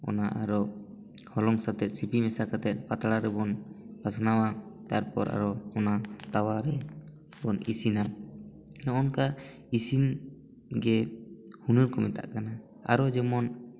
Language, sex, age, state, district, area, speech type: Santali, male, 18-30, West Bengal, Bankura, rural, spontaneous